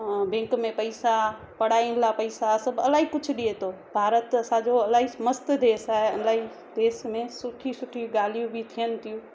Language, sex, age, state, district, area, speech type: Sindhi, female, 30-45, Gujarat, Surat, urban, spontaneous